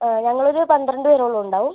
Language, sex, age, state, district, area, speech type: Malayalam, male, 18-30, Kerala, Wayanad, rural, conversation